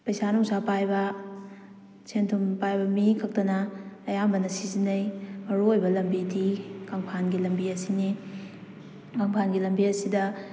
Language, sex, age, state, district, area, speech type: Manipuri, female, 18-30, Manipur, Kakching, rural, spontaneous